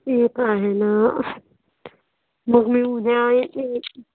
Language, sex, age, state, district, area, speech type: Marathi, female, 18-30, Maharashtra, Nagpur, urban, conversation